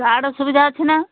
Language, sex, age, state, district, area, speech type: Odia, female, 60+, Odisha, Sambalpur, rural, conversation